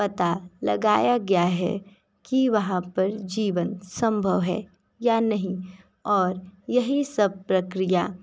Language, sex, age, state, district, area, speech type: Hindi, female, 30-45, Uttar Pradesh, Sonbhadra, rural, spontaneous